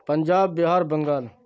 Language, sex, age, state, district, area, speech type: Urdu, male, 45-60, Bihar, Khagaria, rural, spontaneous